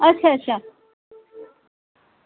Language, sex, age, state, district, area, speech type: Dogri, female, 30-45, Jammu and Kashmir, Samba, rural, conversation